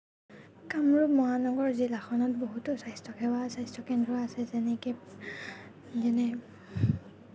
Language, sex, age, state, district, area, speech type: Assamese, female, 18-30, Assam, Kamrup Metropolitan, urban, spontaneous